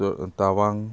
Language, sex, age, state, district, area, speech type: Assamese, male, 30-45, Assam, Charaideo, urban, spontaneous